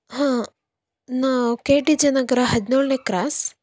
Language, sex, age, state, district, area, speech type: Kannada, female, 18-30, Karnataka, Davanagere, rural, spontaneous